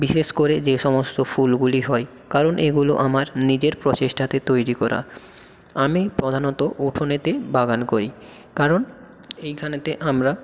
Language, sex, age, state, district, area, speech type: Bengali, male, 18-30, West Bengal, South 24 Parganas, rural, spontaneous